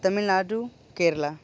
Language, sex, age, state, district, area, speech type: Hindi, male, 30-45, Uttar Pradesh, Sonbhadra, rural, spontaneous